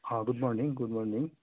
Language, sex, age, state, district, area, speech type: Assamese, female, 60+, Assam, Morigaon, urban, conversation